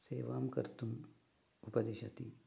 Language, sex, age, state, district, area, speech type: Sanskrit, male, 30-45, Karnataka, Uttara Kannada, rural, spontaneous